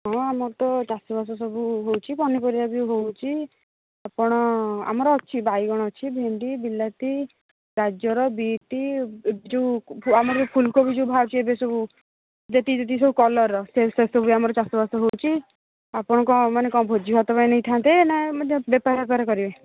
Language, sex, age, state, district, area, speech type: Odia, female, 45-60, Odisha, Angul, rural, conversation